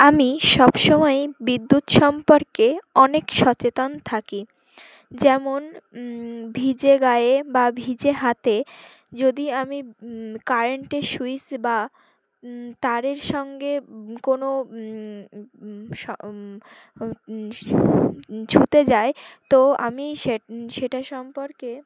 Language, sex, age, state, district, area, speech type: Bengali, female, 18-30, West Bengal, Uttar Dinajpur, urban, spontaneous